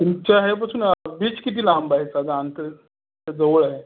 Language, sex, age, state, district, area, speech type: Marathi, male, 45-60, Maharashtra, Raigad, rural, conversation